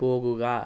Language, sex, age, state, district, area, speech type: Malayalam, female, 18-30, Kerala, Wayanad, rural, read